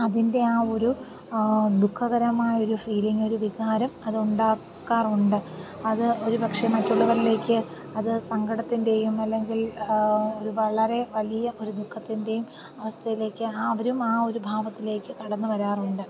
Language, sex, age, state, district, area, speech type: Malayalam, female, 30-45, Kerala, Thiruvananthapuram, rural, spontaneous